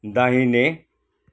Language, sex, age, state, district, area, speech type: Nepali, male, 60+, West Bengal, Kalimpong, rural, read